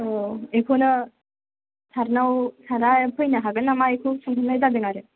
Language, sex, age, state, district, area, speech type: Bodo, female, 18-30, Assam, Chirang, rural, conversation